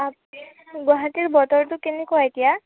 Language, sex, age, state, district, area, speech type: Assamese, female, 18-30, Assam, Kamrup Metropolitan, urban, conversation